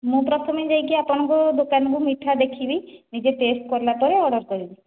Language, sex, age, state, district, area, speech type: Odia, female, 30-45, Odisha, Khordha, rural, conversation